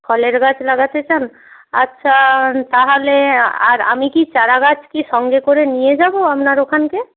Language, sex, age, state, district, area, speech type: Bengali, female, 45-60, West Bengal, Purba Medinipur, rural, conversation